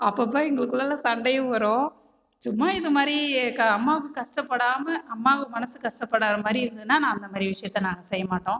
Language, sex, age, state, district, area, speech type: Tamil, female, 45-60, Tamil Nadu, Cuddalore, rural, spontaneous